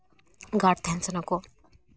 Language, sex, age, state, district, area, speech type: Santali, female, 18-30, West Bengal, Paschim Bardhaman, rural, spontaneous